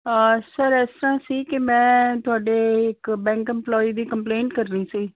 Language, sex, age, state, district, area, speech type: Punjabi, female, 60+, Punjab, Fazilka, rural, conversation